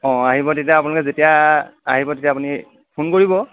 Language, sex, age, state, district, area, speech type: Assamese, male, 45-60, Assam, Golaghat, rural, conversation